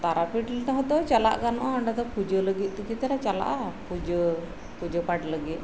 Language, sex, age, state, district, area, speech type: Santali, female, 30-45, West Bengal, Birbhum, rural, spontaneous